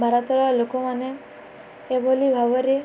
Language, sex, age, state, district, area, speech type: Odia, female, 18-30, Odisha, Balangir, urban, spontaneous